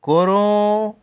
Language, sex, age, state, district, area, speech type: Goan Konkani, male, 45-60, Goa, Murmgao, rural, read